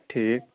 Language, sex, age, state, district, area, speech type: Kashmiri, male, 30-45, Jammu and Kashmir, Shopian, rural, conversation